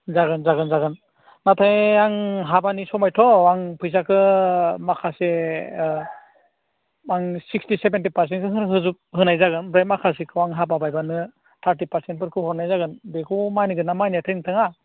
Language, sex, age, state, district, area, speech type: Bodo, male, 30-45, Assam, Udalguri, rural, conversation